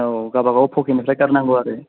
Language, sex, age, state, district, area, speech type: Bodo, male, 18-30, Assam, Kokrajhar, rural, conversation